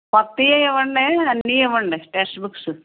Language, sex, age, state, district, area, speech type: Telugu, female, 60+, Andhra Pradesh, West Godavari, rural, conversation